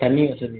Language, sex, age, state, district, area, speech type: Tamil, male, 18-30, Tamil Nadu, Cuddalore, urban, conversation